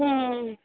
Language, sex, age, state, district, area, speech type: Bengali, female, 18-30, West Bengal, Uttar Dinajpur, rural, conversation